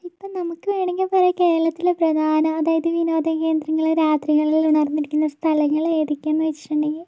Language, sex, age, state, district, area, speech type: Malayalam, female, 45-60, Kerala, Kozhikode, urban, spontaneous